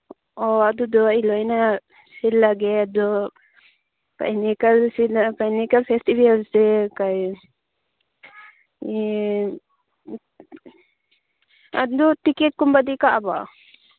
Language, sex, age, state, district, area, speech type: Manipuri, female, 30-45, Manipur, Churachandpur, rural, conversation